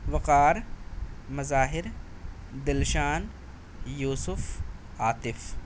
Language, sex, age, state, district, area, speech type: Urdu, male, 30-45, Delhi, South Delhi, urban, spontaneous